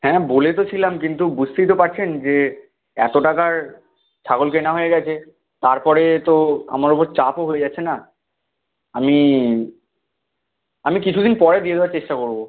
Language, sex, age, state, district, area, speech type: Bengali, male, 60+, West Bengal, Nadia, rural, conversation